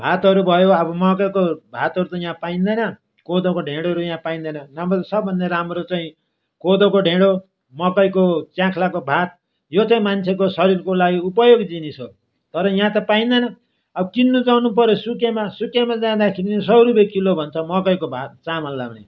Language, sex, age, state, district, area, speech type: Nepali, male, 60+, West Bengal, Darjeeling, rural, spontaneous